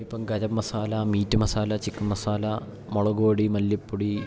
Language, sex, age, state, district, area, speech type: Malayalam, male, 18-30, Kerala, Idukki, rural, spontaneous